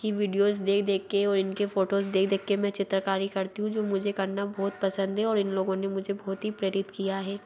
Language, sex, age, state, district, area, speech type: Hindi, female, 45-60, Madhya Pradesh, Bhopal, urban, spontaneous